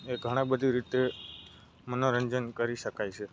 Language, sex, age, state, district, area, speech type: Gujarati, male, 18-30, Gujarat, Narmada, rural, spontaneous